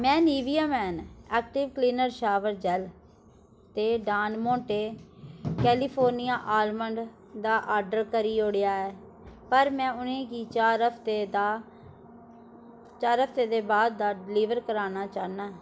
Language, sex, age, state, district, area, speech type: Dogri, female, 18-30, Jammu and Kashmir, Udhampur, rural, read